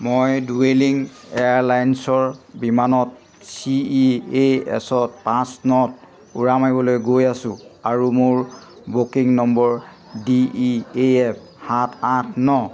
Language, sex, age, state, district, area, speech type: Assamese, male, 45-60, Assam, Sivasagar, rural, read